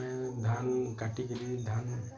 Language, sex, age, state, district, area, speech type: Odia, male, 45-60, Odisha, Bargarh, urban, spontaneous